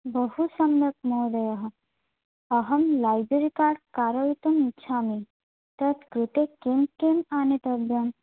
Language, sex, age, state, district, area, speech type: Sanskrit, female, 18-30, Odisha, Bhadrak, rural, conversation